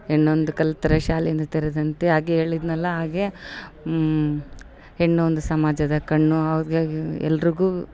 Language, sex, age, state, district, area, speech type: Kannada, female, 45-60, Karnataka, Vijayanagara, rural, spontaneous